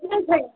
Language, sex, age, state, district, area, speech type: Nepali, female, 45-60, West Bengal, Alipurduar, rural, conversation